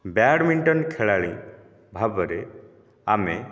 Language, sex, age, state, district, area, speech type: Odia, male, 30-45, Odisha, Nayagarh, rural, spontaneous